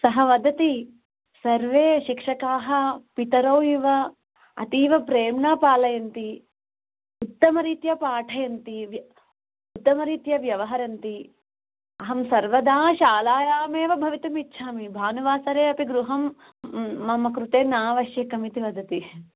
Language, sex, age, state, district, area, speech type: Sanskrit, female, 30-45, Andhra Pradesh, East Godavari, rural, conversation